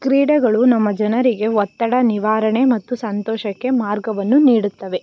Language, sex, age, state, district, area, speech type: Kannada, female, 18-30, Karnataka, Tumkur, rural, spontaneous